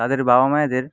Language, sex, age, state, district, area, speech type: Bengali, male, 30-45, West Bengal, Paschim Medinipur, rural, spontaneous